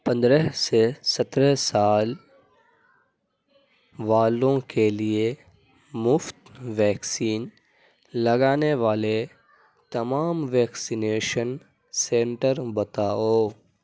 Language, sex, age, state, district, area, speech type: Urdu, male, 30-45, Uttar Pradesh, Lucknow, rural, read